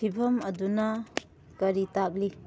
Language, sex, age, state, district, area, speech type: Manipuri, female, 30-45, Manipur, Kangpokpi, urban, read